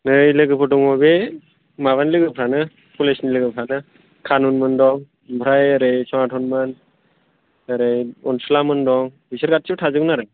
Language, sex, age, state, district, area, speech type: Bodo, male, 18-30, Assam, Chirang, rural, conversation